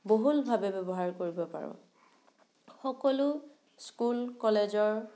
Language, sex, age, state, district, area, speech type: Assamese, female, 18-30, Assam, Morigaon, rural, spontaneous